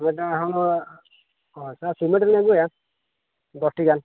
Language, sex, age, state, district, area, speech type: Santali, male, 45-60, Odisha, Mayurbhanj, rural, conversation